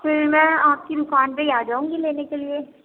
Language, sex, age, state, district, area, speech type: Urdu, female, 18-30, Uttar Pradesh, Gautam Buddha Nagar, urban, conversation